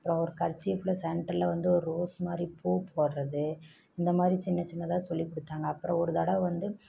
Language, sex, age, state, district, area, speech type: Tamil, female, 30-45, Tamil Nadu, Namakkal, rural, spontaneous